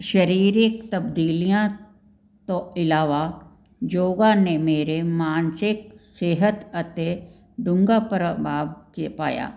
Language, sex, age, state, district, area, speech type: Punjabi, female, 60+, Punjab, Jalandhar, urban, spontaneous